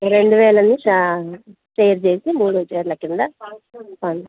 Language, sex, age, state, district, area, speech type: Telugu, female, 60+, Andhra Pradesh, Guntur, urban, conversation